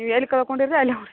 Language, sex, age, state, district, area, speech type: Kannada, female, 60+, Karnataka, Belgaum, rural, conversation